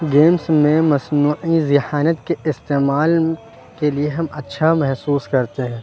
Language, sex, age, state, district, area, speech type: Urdu, male, 18-30, Uttar Pradesh, Lucknow, urban, spontaneous